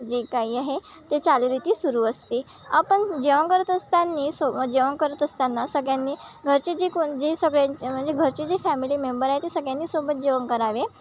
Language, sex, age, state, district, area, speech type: Marathi, female, 18-30, Maharashtra, Wardha, rural, spontaneous